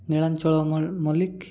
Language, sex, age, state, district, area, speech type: Odia, male, 30-45, Odisha, Koraput, urban, spontaneous